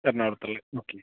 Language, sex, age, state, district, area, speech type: Malayalam, male, 18-30, Kerala, Wayanad, rural, conversation